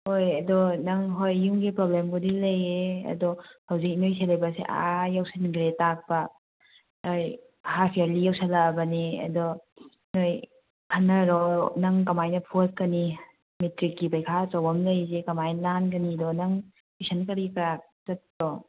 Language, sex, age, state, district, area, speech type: Manipuri, female, 30-45, Manipur, Kangpokpi, urban, conversation